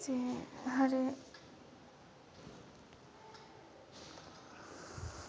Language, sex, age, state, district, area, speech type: Dogri, female, 18-30, Jammu and Kashmir, Kathua, rural, spontaneous